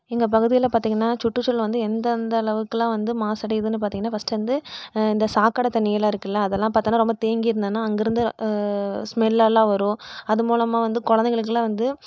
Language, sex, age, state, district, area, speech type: Tamil, female, 18-30, Tamil Nadu, Erode, rural, spontaneous